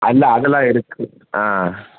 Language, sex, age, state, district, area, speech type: Tamil, male, 18-30, Tamil Nadu, Perambalur, urban, conversation